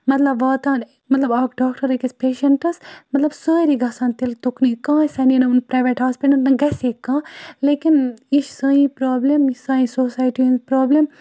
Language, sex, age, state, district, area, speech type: Kashmiri, female, 30-45, Jammu and Kashmir, Baramulla, rural, spontaneous